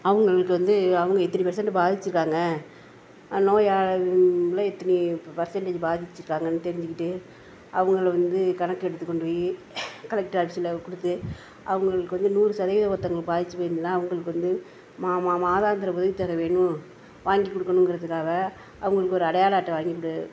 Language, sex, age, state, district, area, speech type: Tamil, female, 60+, Tamil Nadu, Mayiladuthurai, urban, spontaneous